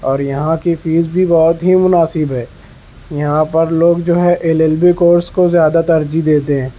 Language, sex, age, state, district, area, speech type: Urdu, male, 18-30, Maharashtra, Nashik, urban, spontaneous